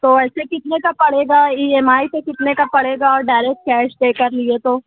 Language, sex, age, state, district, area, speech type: Urdu, male, 45-60, Maharashtra, Nashik, urban, conversation